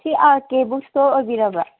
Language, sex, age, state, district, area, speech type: Manipuri, female, 18-30, Manipur, Kakching, rural, conversation